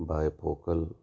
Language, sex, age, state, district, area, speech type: Marathi, male, 45-60, Maharashtra, Nashik, urban, spontaneous